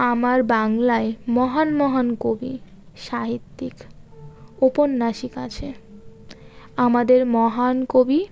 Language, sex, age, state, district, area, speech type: Bengali, female, 18-30, West Bengal, Birbhum, urban, spontaneous